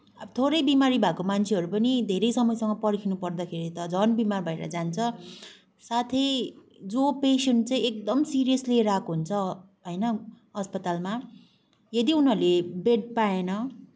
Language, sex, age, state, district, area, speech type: Nepali, female, 18-30, West Bengal, Kalimpong, rural, spontaneous